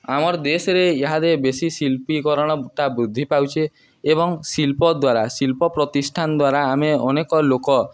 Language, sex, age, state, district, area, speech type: Odia, male, 18-30, Odisha, Nuapada, urban, spontaneous